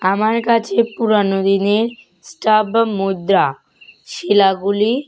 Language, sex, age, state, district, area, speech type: Bengali, female, 18-30, West Bengal, North 24 Parganas, rural, spontaneous